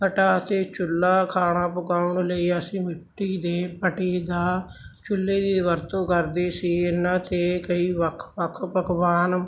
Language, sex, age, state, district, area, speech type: Punjabi, male, 30-45, Punjab, Barnala, rural, spontaneous